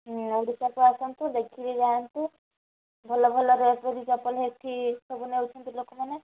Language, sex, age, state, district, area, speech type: Odia, female, 30-45, Odisha, Sambalpur, rural, conversation